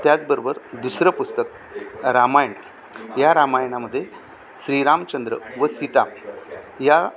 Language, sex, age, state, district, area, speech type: Marathi, male, 45-60, Maharashtra, Thane, rural, spontaneous